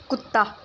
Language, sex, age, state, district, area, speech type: Punjabi, female, 18-30, Punjab, Mansa, rural, read